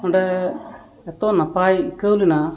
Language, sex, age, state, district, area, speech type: Santali, male, 30-45, West Bengal, Dakshin Dinajpur, rural, spontaneous